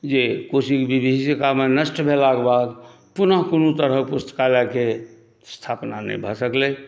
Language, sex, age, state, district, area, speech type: Maithili, male, 60+, Bihar, Saharsa, urban, spontaneous